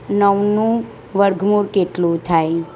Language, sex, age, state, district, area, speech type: Gujarati, female, 30-45, Gujarat, Surat, rural, read